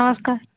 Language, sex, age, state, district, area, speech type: Odia, female, 18-30, Odisha, Subarnapur, urban, conversation